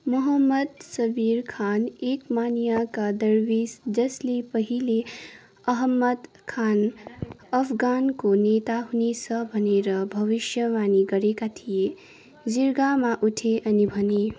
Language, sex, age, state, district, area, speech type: Nepali, female, 18-30, West Bengal, Kalimpong, rural, read